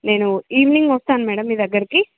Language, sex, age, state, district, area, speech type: Telugu, female, 30-45, Andhra Pradesh, Srikakulam, urban, conversation